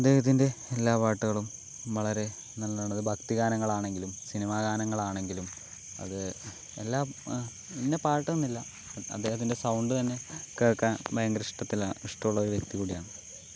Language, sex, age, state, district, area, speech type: Malayalam, male, 18-30, Kerala, Palakkad, rural, spontaneous